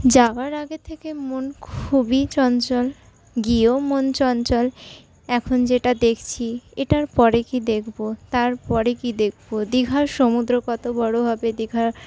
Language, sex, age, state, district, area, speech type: Bengali, female, 45-60, West Bengal, Paschim Bardhaman, urban, spontaneous